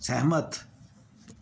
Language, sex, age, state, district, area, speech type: Punjabi, male, 60+, Punjab, Pathankot, rural, read